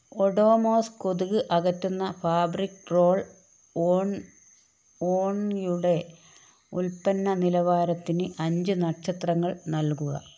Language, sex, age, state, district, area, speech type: Malayalam, female, 45-60, Kerala, Wayanad, rural, read